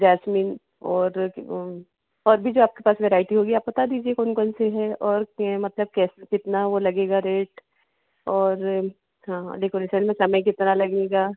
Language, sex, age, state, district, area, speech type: Hindi, female, 45-60, Madhya Pradesh, Betul, urban, conversation